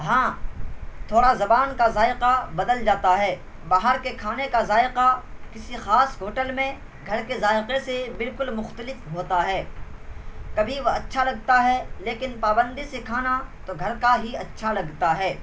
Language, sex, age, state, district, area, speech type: Urdu, male, 18-30, Bihar, Purnia, rural, spontaneous